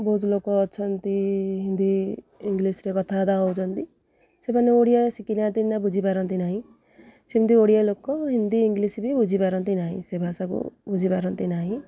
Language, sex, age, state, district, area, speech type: Odia, female, 30-45, Odisha, Kendrapara, urban, spontaneous